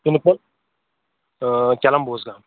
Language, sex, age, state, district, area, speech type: Kashmiri, male, 18-30, Jammu and Kashmir, Kulgam, rural, conversation